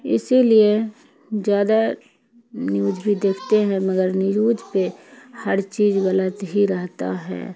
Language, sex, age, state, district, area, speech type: Urdu, female, 45-60, Bihar, Khagaria, rural, spontaneous